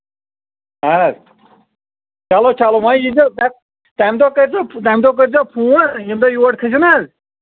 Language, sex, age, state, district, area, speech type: Kashmiri, male, 30-45, Jammu and Kashmir, Anantnag, rural, conversation